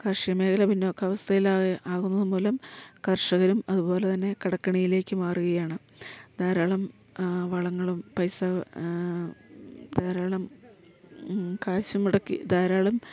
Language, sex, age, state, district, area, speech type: Malayalam, female, 45-60, Kerala, Idukki, rural, spontaneous